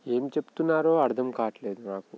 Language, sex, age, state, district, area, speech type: Telugu, male, 18-30, Telangana, Nalgonda, rural, spontaneous